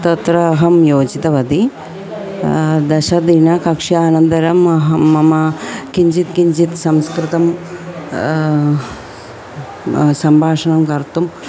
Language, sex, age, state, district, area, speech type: Sanskrit, female, 45-60, Kerala, Thiruvananthapuram, urban, spontaneous